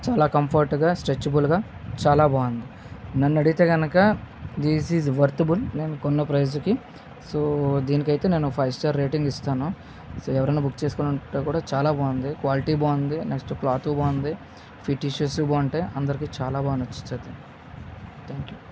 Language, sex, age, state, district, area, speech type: Telugu, male, 30-45, Andhra Pradesh, Visakhapatnam, urban, spontaneous